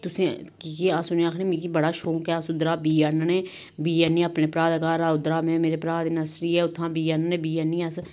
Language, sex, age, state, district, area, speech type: Dogri, female, 30-45, Jammu and Kashmir, Samba, rural, spontaneous